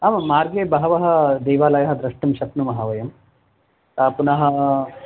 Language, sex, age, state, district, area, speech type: Sanskrit, male, 45-60, Karnataka, Bangalore Urban, urban, conversation